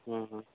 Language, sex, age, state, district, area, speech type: Odia, male, 18-30, Odisha, Nabarangpur, urban, conversation